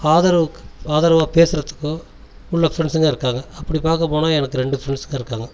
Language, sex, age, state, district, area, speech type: Tamil, male, 45-60, Tamil Nadu, Tiruchirappalli, rural, spontaneous